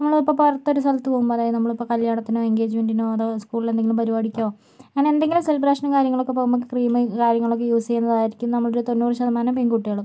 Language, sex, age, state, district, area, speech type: Malayalam, female, 30-45, Kerala, Kozhikode, urban, spontaneous